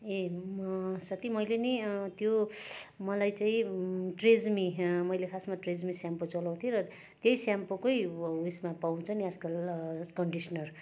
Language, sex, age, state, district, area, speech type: Nepali, female, 60+, West Bengal, Darjeeling, rural, spontaneous